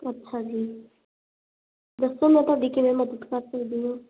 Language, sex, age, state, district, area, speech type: Punjabi, female, 18-30, Punjab, Muktsar, urban, conversation